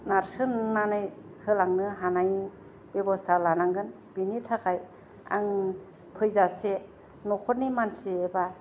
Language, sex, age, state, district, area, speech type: Bodo, female, 45-60, Assam, Kokrajhar, rural, spontaneous